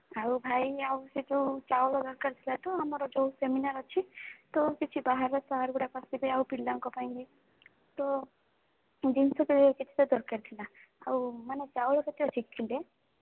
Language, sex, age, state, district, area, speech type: Odia, female, 18-30, Odisha, Rayagada, rural, conversation